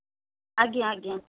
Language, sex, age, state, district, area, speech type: Odia, female, 30-45, Odisha, Puri, urban, conversation